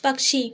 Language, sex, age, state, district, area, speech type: Hindi, female, 18-30, Madhya Pradesh, Chhindwara, urban, read